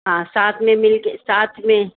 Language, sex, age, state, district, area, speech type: Urdu, female, 45-60, Uttar Pradesh, Rampur, urban, conversation